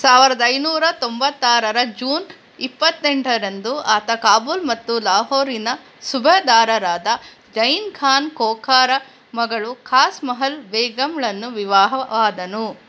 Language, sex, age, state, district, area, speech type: Kannada, female, 45-60, Karnataka, Kolar, urban, read